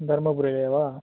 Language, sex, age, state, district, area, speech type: Tamil, male, 18-30, Tamil Nadu, Dharmapuri, rural, conversation